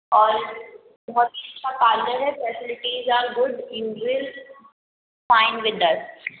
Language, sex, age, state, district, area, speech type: Hindi, female, 18-30, Rajasthan, Jodhpur, urban, conversation